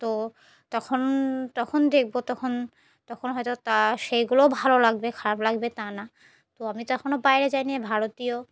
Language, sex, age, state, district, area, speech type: Bengali, female, 30-45, West Bengal, Murshidabad, urban, spontaneous